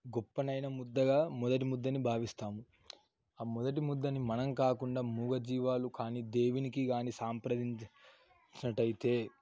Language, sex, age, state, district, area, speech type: Telugu, male, 18-30, Telangana, Yadadri Bhuvanagiri, urban, spontaneous